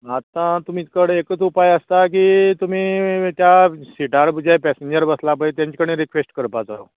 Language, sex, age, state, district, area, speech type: Goan Konkani, male, 60+, Goa, Canacona, rural, conversation